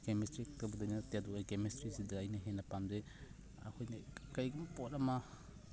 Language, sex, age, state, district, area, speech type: Manipuri, male, 30-45, Manipur, Thoubal, rural, spontaneous